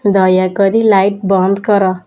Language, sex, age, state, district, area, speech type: Odia, female, 18-30, Odisha, Kendujhar, urban, read